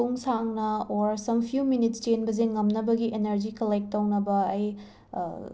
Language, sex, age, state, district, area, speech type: Manipuri, female, 18-30, Manipur, Imphal West, rural, spontaneous